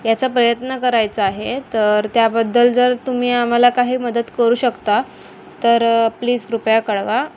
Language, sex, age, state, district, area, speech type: Marathi, female, 18-30, Maharashtra, Ratnagiri, urban, spontaneous